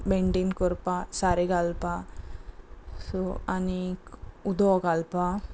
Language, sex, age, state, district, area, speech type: Goan Konkani, female, 30-45, Goa, Quepem, rural, spontaneous